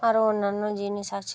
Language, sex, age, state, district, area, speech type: Bengali, female, 45-60, West Bengal, North 24 Parganas, rural, spontaneous